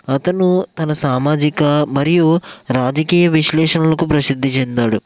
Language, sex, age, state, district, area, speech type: Telugu, male, 18-30, Andhra Pradesh, Eluru, urban, spontaneous